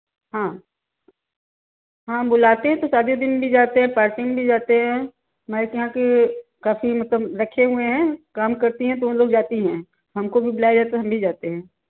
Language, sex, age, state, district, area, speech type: Hindi, female, 45-60, Uttar Pradesh, Varanasi, urban, conversation